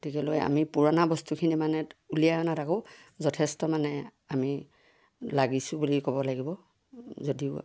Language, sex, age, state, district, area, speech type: Assamese, female, 60+, Assam, Kamrup Metropolitan, rural, spontaneous